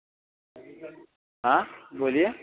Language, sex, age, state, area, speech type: Hindi, male, 30-45, Madhya Pradesh, rural, conversation